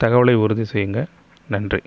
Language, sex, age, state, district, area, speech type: Tamil, male, 30-45, Tamil Nadu, Pudukkottai, rural, spontaneous